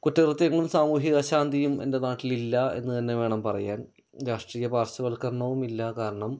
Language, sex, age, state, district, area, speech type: Malayalam, male, 30-45, Kerala, Kannur, rural, spontaneous